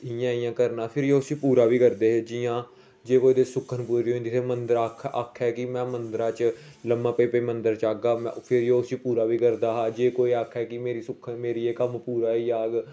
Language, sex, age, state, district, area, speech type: Dogri, male, 18-30, Jammu and Kashmir, Samba, rural, spontaneous